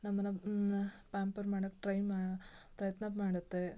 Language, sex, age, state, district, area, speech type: Kannada, female, 18-30, Karnataka, Shimoga, rural, spontaneous